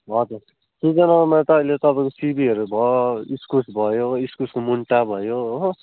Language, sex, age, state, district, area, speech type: Nepali, male, 18-30, West Bengal, Kalimpong, rural, conversation